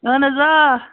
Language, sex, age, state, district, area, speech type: Kashmiri, female, 30-45, Jammu and Kashmir, Kupwara, rural, conversation